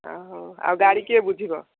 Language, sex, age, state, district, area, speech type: Odia, female, 45-60, Odisha, Gajapati, rural, conversation